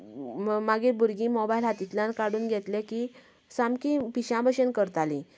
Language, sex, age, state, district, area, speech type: Goan Konkani, female, 30-45, Goa, Canacona, rural, spontaneous